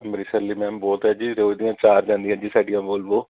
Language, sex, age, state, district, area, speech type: Punjabi, male, 30-45, Punjab, Kapurthala, urban, conversation